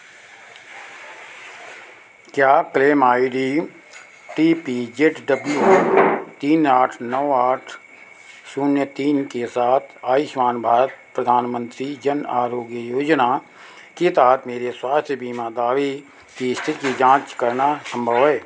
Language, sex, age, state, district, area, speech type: Hindi, male, 60+, Uttar Pradesh, Sitapur, rural, read